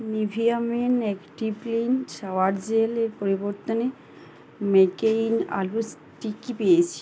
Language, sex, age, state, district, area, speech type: Bengali, female, 18-30, West Bengal, Uttar Dinajpur, urban, read